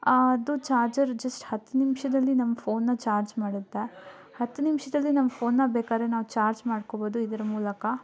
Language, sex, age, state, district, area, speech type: Kannada, female, 18-30, Karnataka, Shimoga, rural, spontaneous